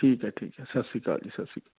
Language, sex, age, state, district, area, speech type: Punjabi, male, 30-45, Punjab, Rupnagar, rural, conversation